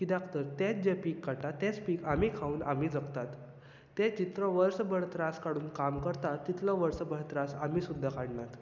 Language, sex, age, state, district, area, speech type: Goan Konkani, male, 18-30, Goa, Bardez, urban, spontaneous